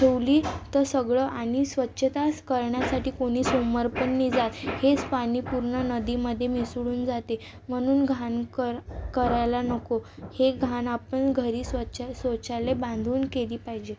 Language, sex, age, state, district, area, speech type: Marathi, female, 18-30, Maharashtra, Amravati, rural, spontaneous